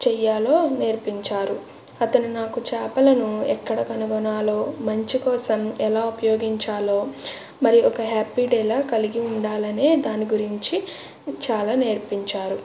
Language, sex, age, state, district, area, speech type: Telugu, female, 30-45, Andhra Pradesh, East Godavari, rural, spontaneous